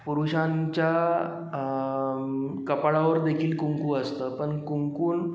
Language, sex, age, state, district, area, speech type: Marathi, male, 30-45, Maharashtra, Wardha, urban, spontaneous